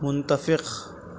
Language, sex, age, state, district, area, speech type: Urdu, male, 18-30, Telangana, Hyderabad, urban, read